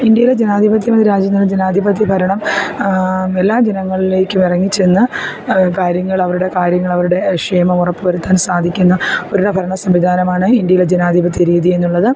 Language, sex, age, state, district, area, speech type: Malayalam, female, 30-45, Kerala, Alappuzha, rural, spontaneous